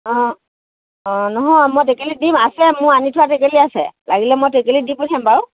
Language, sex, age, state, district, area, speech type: Assamese, female, 60+, Assam, Lakhimpur, rural, conversation